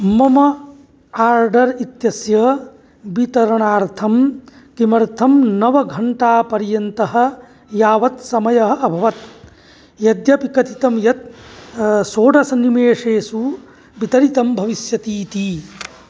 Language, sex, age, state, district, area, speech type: Sanskrit, male, 45-60, Uttar Pradesh, Mirzapur, urban, read